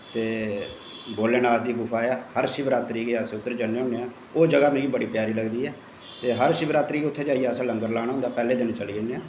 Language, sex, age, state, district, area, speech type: Dogri, male, 45-60, Jammu and Kashmir, Jammu, urban, spontaneous